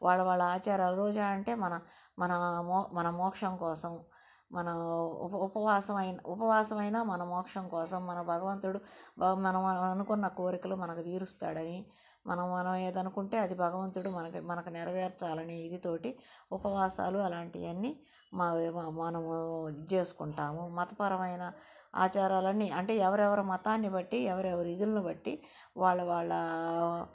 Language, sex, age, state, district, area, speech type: Telugu, female, 45-60, Andhra Pradesh, Nellore, rural, spontaneous